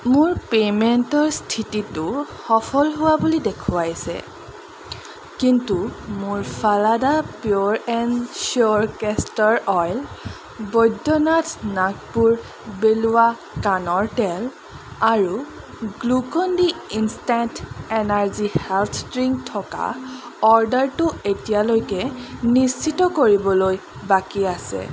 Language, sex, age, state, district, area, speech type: Assamese, female, 18-30, Assam, Golaghat, urban, read